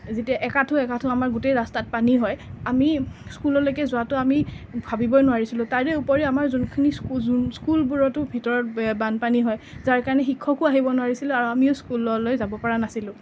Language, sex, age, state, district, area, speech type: Assamese, female, 30-45, Assam, Nalbari, rural, spontaneous